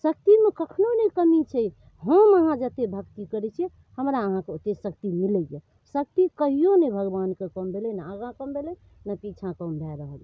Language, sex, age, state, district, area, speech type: Maithili, female, 45-60, Bihar, Darbhanga, rural, spontaneous